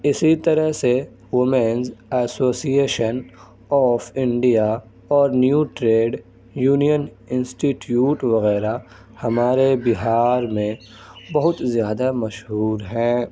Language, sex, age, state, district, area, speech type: Urdu, male, 18-30, Bihar, Saharsa, urban, spontaneous